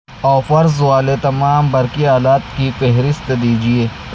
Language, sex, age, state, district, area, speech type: Urdu, male, 18-30, Maharashtra, Nashik, urban, read